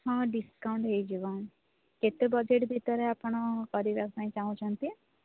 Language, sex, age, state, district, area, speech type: Odia, female, 45-60, Odisha, Sundergarh, rural, conversation